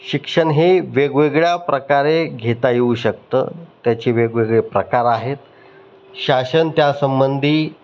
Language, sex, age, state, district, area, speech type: Marathi, male, 30-45, Maharashtra, Osmanabad, rural, spontaneous